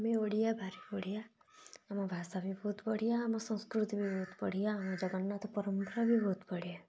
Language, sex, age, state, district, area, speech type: Odia, female, 18-30, Odisha, Kalahandi, rural, spontaneous